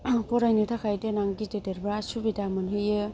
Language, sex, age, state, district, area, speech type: Bodo, female, 18-30, Assam, Kokrajhar, rural, spontaneous